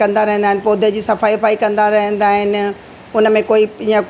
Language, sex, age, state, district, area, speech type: Sindhi, female, 45-60, Delhi, South Delhi, urban, spontaneous